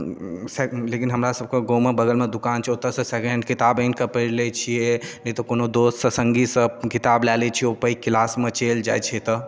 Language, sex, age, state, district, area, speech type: Maithili, male, 18-30, Bihar, Darbhanga, rural, spontaneous